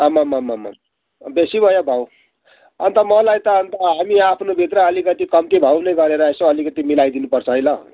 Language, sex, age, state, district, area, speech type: Nepali, male, 60+, West Bengal, Kalimpong, rural, conversation